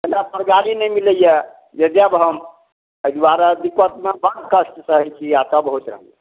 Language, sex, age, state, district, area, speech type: Maithili, male, 60+, Bihar, Samastipur, rural, conversation